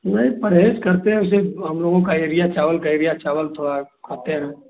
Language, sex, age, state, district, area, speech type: Hindi, male, 60+, Uttar Pradesh, Chandauli, urban, conversation